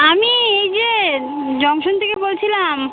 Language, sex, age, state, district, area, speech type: Bengali, female, 18-30, West Bengal, Alipurduar, rural, conversation